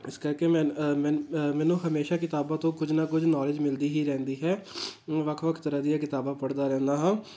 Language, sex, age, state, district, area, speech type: Punjabi, male, 18-30, Punjab, Tarn Taran, rural, spontaneous